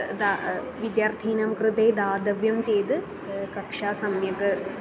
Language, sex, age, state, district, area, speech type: Sanskrit, female, 18-30, Kerala, Kollam, rural, spontaneous